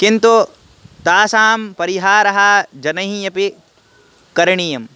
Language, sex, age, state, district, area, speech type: Sanskrit, male, 18-30, Uttar Pradesh, Hardoi, urban, spontaneous